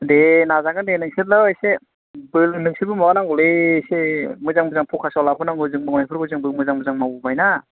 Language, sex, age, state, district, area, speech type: Bodo, male, 45-60, Assam, Kokrajhar, rural, conversation